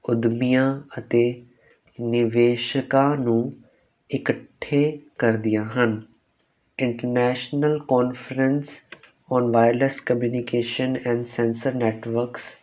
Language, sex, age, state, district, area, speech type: Punjabi, male, 18-30, Punjab, Kapurthala, urban, spontaneous